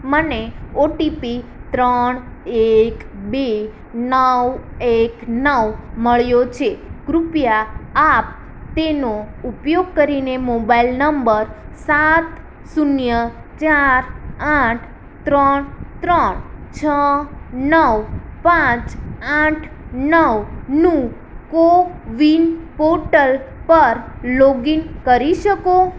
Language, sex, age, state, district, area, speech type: Gujarati, female, 18-30, Gujarat, Ahmedabad, urban, read